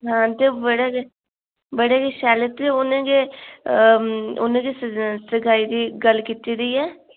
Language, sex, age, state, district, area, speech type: Dogri, female, 18-30, Jammu and Kashmir, Udhampur, rural, conversation